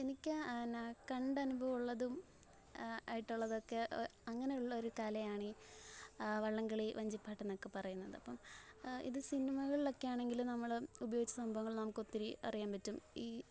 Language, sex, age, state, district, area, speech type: Malayalam, female, 18-30, Kerala, Alappuzha, rural, spontaneous